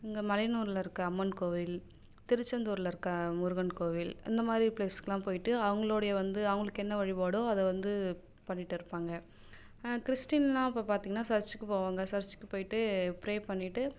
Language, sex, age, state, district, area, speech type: Tamil, female, 18-30, Tamil Nadu, Cuddalore, rural, spontaneous